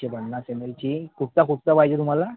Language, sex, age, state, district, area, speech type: Marathi, male, 30-45, Maharashtra, Ratnagiri, urban, conversation